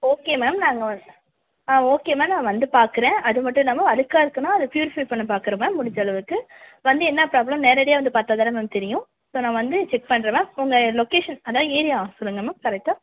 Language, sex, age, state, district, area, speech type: Tamil, female, 18-30, Tamil Nadu, Thanjavur, urban, conversation